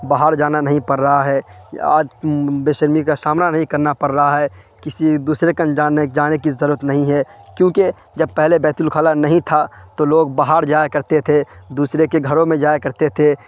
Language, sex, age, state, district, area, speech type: Urdu, male, 18-30, Bihar, Khagaria, rural, spontaneous